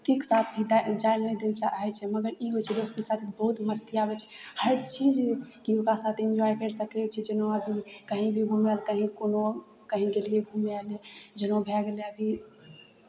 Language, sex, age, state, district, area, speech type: Maithili, female, 18-30, Bihar, Begusarai, rural, spontaneous